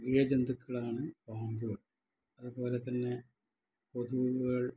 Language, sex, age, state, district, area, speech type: Malayalam, male, 60+, Kerala, Malappuram, rural, spontaneous